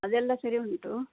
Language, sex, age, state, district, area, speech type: Kannada, female, 60+, Karnataka, Udupi, rural, conversation